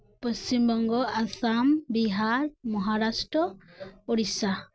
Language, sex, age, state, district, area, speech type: Santali, female, 30-45, West Bengal, Birbhum, rural, spontaneous